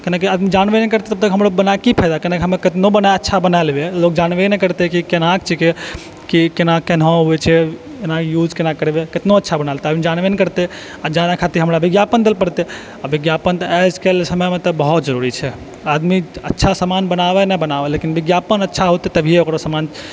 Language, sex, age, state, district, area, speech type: Maithili, male, 18-30, Bihar, Purnia, urban, spontaneous